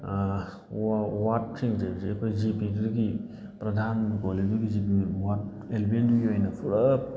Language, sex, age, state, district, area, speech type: Manipuri, male, 30-45, Manipur, Thoubal, rural, spontaneous